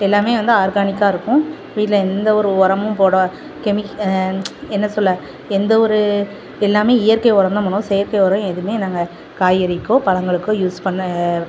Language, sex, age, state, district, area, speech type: Tamil, female, 30-45, Tamil Nadu, Thoothukudi, urban, spontaneous